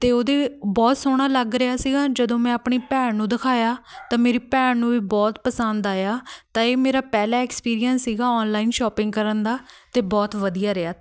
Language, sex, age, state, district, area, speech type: Punjabi, female, 18-30, Punjab, Fatehgarh Sahib, urban, spontaneous